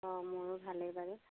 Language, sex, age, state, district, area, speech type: Assamese, female, 45-60, Assam, Darrang, rural, conversation